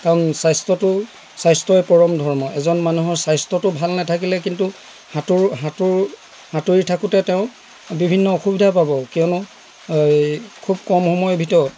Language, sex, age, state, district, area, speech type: Assamese, male, 60+, Assam, Dibrugarh, rural, spontaneous